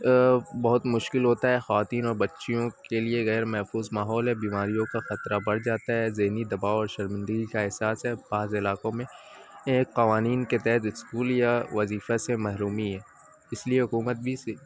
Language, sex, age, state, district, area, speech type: Urdu, male, 18-30, Uttar Pradesh, Azamgarh, rural, spontaneous